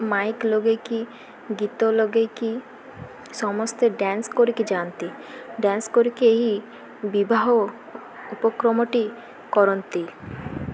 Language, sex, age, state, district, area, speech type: Odia, female, 18-30, Odisha, Malkangiri, urban, spontaneous